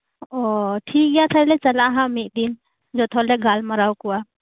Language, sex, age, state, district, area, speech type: Santali, female, 18-30, West Bengal, Birbhum, rural, conversation